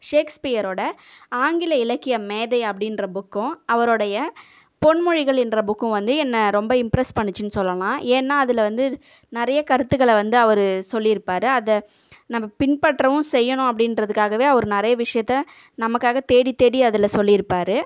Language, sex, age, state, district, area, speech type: Tamil, female, 30-45, Tamil Nadu, Viluppuram, urban, spontaneous